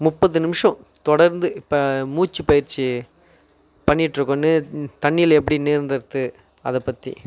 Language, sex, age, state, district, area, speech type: Tamil, male, 30-45, Tamil Nadu, Tiruvannamalai, rural, spontaneous